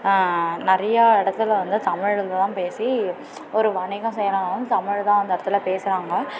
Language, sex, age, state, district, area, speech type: Tamil, female, 18-30, Tamil Nadu, Perambalur, rural, spontaneous